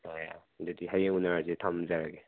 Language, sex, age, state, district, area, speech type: Manipuri, male, 30-45, Manipur, Imphal West, urban, conversation